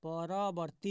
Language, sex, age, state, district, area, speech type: Odia, male, 60+, Odisha, Jajpur, rural, read